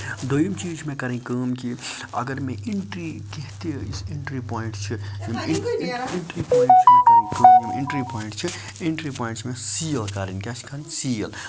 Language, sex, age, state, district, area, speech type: Kashmiri, male, 30-45, Jammu and Kashmir, Budgam, rural, spontaneous